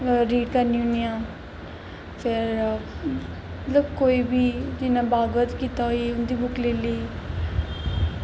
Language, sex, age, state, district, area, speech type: Dogri, female, 18-30, Jammu and Kashmir, Jammu, urban, spontaneous